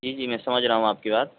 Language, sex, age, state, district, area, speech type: Urdu, male, 18-30, Uttar Pradesh, Saharanpur, urban, conversation